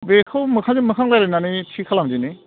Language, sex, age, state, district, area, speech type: Bodo, male, 45-60, Assam, Kokrajhar, rural, conversation